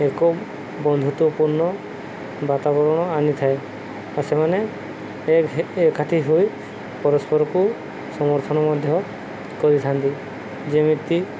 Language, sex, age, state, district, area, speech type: Odia, male, 30-45, Odisha, Subarnapur, urban, spontaneous